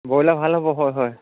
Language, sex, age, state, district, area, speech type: Assamese, male, 45-60, Assam, Sivasagar, rural, conversation